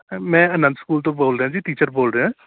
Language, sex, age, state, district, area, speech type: Punjabi, male, 45-60, Punjab, Kapurthala, urban, conversation